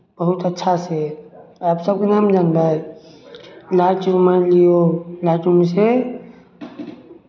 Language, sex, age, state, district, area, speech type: Maithili, male, 18-30, Bihar, Samastipur, rural, spontaneous